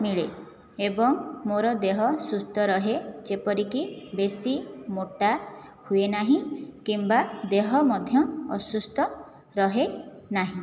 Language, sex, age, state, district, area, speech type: Odia, female, 18-30, Odisha, Jajpur, rural, spontaneous